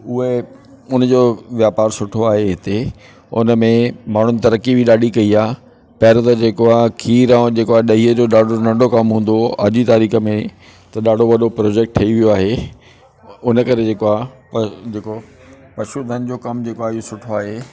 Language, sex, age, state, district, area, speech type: Sindhi, male, 60+, Delhi, South Delhi, urban, spontaneous